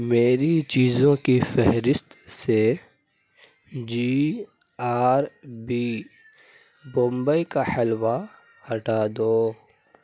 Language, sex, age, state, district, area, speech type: Urdu, male, 30-45, Uttar Pradesh, Lucknow, rural, read